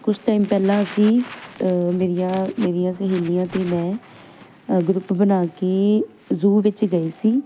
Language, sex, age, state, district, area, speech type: Punjabi, female, 18-30, Punjab, Ludhiana, urban, spontaneous